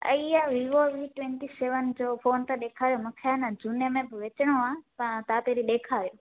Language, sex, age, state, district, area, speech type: Sindhi, female, 18-30, Gujarat, Junagadh, urban, conversation